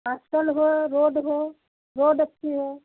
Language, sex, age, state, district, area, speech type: Hindi, female, 60+, Uttar Pradesh, Sitapur, rural, conversation